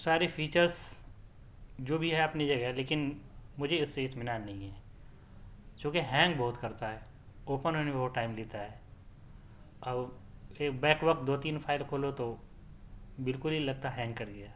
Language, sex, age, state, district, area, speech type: Urdu, male, 30-45, Delhi, South Delhi, urban, spontaneous